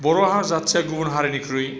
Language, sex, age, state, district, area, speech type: Bodo, male, 45-60, Assam, Chirang, urban, spontaneous